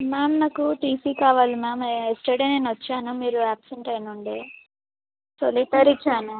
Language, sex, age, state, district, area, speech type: Telugu, female, 18-30, Telangana, Mahbubnagar, rural, conversation